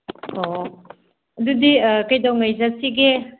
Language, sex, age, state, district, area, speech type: Manipuri, female, 30-45, Manipur, Tengnoupal, rural, conversation